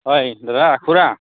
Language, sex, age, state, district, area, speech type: Assamese, male, 18-30, Assam, Barpeta, rural, conversation